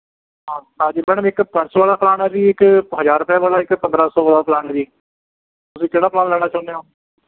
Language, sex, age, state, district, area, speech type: Punjabi, male, 30-45, Punjab, Mohali, urban, conversation